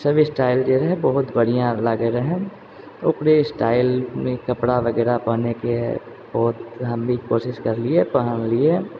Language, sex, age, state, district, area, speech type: Maithili, female, 30-45, Bihar, Purnia, rural, spontaneous